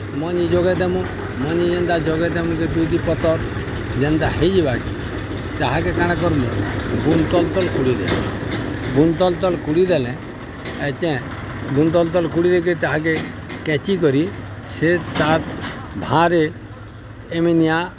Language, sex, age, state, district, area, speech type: Odia, male, 60+, Odisha, Balangir, urban, spontaneous